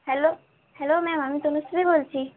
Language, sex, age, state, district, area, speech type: Bengali, female, 18-30, West Bengal, Malda, urban, conversation